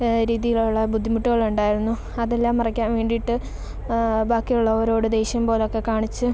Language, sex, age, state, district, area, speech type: Malayalam, female, 18-30, Kerala, Kollam, rural, spontaneous